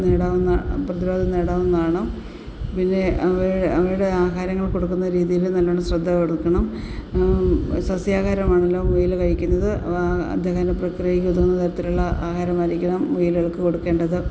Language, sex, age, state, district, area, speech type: Malayalam, female, 45-60, Kerala, Alappuzha, rural, spontaneous